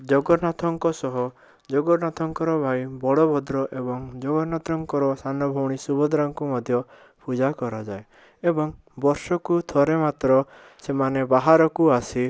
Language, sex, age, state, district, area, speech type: Odia, male, 18-30, Odisha, Bhadrak, rural, spontaneous